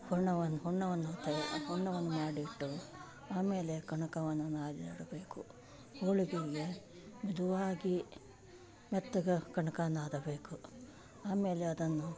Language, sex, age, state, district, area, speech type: Kannada, female, 60+, Karnataka, Gadag, rural, spontaneous